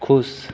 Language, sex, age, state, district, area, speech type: Maithili, male, 18-30, Bihar, Begusarai, rural, read